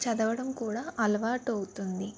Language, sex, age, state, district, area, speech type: Telugu, female, 18-30, Telangana, Sangareddy, urban, spontaneous